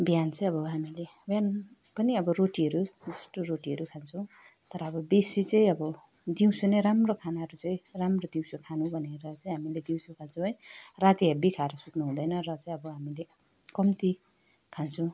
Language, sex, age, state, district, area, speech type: Nepali, female, 30-45, West Bengal, Darjeeling, rural, spontaneous